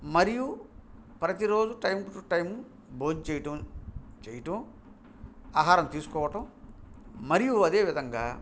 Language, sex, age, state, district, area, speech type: Telugu, male, 45-60, Andhra Pradesh, Bapatla, urban, spontaneous